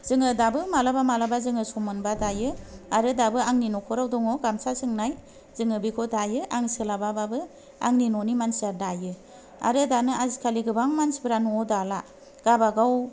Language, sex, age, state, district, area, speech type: Bodo, female, 30-45, Assam, Kokrajhar, rural, spontaneous